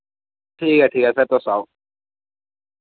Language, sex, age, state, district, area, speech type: Dogri, male, 18-30, Jammu and Kashmir, Reasi, rural, conversation